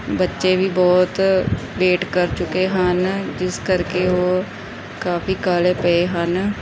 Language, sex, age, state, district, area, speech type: Punjabi, female, 18-30, Punjab, Pathankot, rural, spontaneous